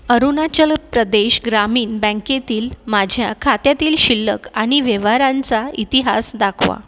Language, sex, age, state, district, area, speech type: Marathi, female, 30-45, Maharashtra, Buldhana, urban, read